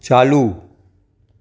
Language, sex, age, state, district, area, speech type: Sindhi, male, 45-60, Maharashtra, Thane, urban, read